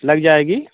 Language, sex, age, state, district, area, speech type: Hindi, male, 45-60, Uttar Pradesh, Mau, urban, conversation